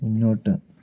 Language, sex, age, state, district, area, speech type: Malayalam, male, 30-45, Kerala, Palakkad, rural, read